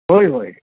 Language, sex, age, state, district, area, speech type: Marathi, male, 60+, Maharashtra, Mumbai Suburban, urban, conversation